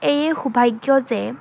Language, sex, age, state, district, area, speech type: Assamese, female, 18-30, Assam, Dhemaji, urban, spontaneous